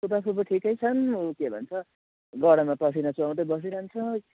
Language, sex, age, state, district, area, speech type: Nepali, male, 18-30, West Bengal, Kalimpong, rural, conversation